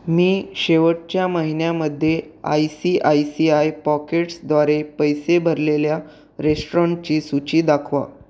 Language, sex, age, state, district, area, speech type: Marathi, male, 18-30, Maharashtra, Raigad, rural, read